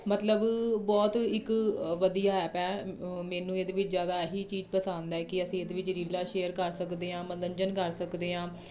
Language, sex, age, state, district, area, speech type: Punjabi, female, 30-45, Punjab, Jalandhar, urban, spontaneous